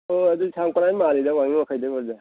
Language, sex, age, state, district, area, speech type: Manipuri, male, 60+, Manipur, Thoubal, rural, conversation